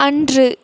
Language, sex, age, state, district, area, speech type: Tamil, female, 18-30, Tamil Nadu, Krishnagiri, rural, read